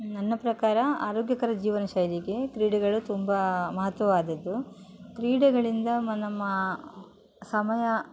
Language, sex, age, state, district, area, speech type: Kannada, female, 30-45, Karnataka, Udupi, rural, spontaneous